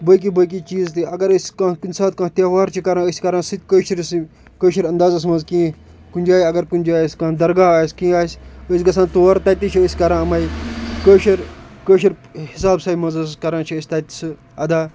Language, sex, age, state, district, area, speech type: Kashmiri, male, 30-45, Jammu and Kashmir, Kupwara, rural, spontaneous